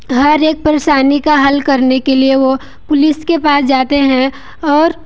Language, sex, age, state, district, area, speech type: Hindi, female, 18-30, Uttar Pradesh, Mirzapur, rural, spontaneous